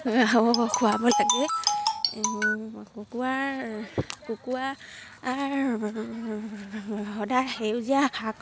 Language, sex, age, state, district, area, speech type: Assamese, female, 45-60, Assam, Dibrugarh, rural, spontaneous